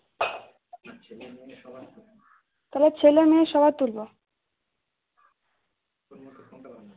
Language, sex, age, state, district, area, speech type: Bengali, female, 18-30, West Bengal, Uttar Dinajpur, urban, conversation